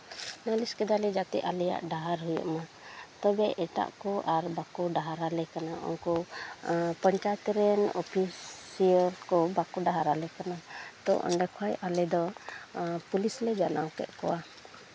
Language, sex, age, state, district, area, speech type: Santali, female, 30-45, West Bengal, Uttar Dinajpur, rural, spontaneous